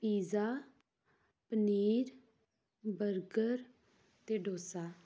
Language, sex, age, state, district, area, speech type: Punjabi, female, 18-30, Punjab, Tarn Taran, rural, spontaneous